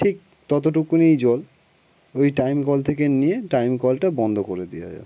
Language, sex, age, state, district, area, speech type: Bengali, male, 18-30, West Bengal, North 24 Parganas, urban, spontaneous